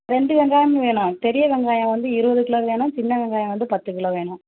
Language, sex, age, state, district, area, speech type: Tamil, female, 45-60, Tamil Nadu, Thanjavur, rural, conversation